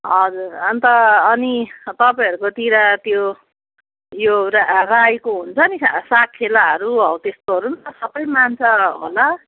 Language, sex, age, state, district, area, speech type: Nepali, female, 45-60, West Bengal, Jalpaiguri, urban, conversation